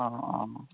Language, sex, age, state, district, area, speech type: Assamese, male, 18-30, Assam, Dhemaji, urban, conversation